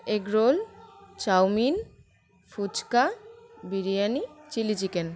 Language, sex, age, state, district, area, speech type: Bengali, female, 18-30, West Bengal, Birbhum, urban, spontaneous